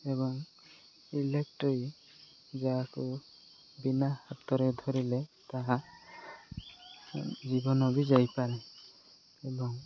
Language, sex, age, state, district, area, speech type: Odia, male, 18-30, Odisha, Koraput, urban, spontaneous